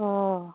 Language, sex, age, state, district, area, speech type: Assamese, female, 30-45, Assam, Darrang, rural, conversation